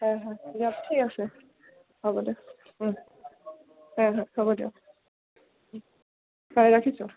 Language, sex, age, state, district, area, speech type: Assamese, female, 18-30, Assam, Goalpara, urban, conversation